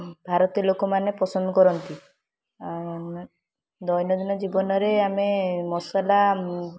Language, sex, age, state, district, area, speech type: Odia, female, 18-30, Odisha, Puri, urban, spontaneous